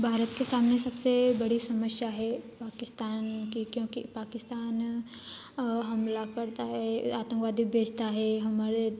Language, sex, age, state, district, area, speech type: Hindi, female, 18-30, Madhya Pradesh, Ujjain, rural, spontaneous